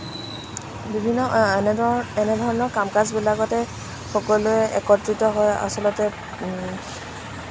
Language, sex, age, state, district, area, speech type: Assamese, female, 18-30, Assam, Jorhat, rural, spontaneous